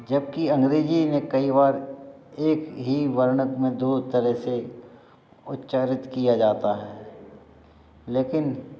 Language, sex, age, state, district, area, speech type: Hindi, male, 60+, Madhya Pradesh, Hoshangabad, rural, spontaneous